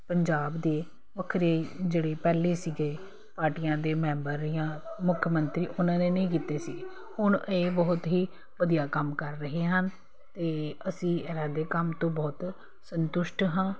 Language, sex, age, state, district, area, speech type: Punjabi, female, 45-60, Punjab, Kapurthala, urban, spontaneous